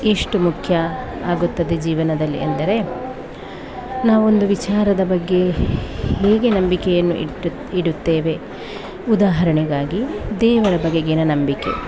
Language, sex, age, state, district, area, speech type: Kannada, female, 45-60, Karnataka, Dakshina Kannada, rural, spontaneous